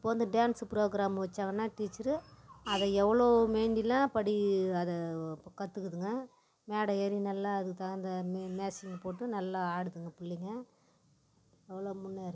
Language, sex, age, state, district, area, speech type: Tamil, female, 60+, Tamil Nadu, Tiruvannamalai, rural, spontaneous